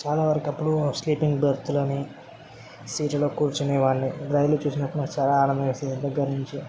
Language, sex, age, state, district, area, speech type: Telugu, male, 18-30, Telangana, Medchal, urban, spontaneous